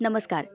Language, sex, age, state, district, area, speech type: Marathi, female, 18-30, Maharashtra, Pune, urban, spontaneous